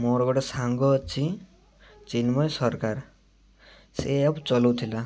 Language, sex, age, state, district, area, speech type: Odia, male, 18-30, Odisha, Malkangiri, urban, spontaneous